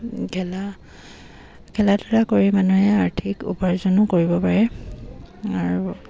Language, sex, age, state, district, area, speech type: Assamese, female, 45-60, Assam, Dibrugarh, rural, spontaneous